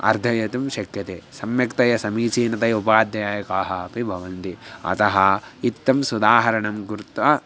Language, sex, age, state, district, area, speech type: Sanskrit, male, 18-30, Andhra Pradesh, Guntur, rural, spontaneous